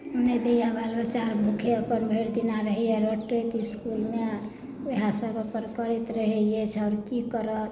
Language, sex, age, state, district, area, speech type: Maithili, female, 45-60, Bihar, Madhubani, rural, spontaneous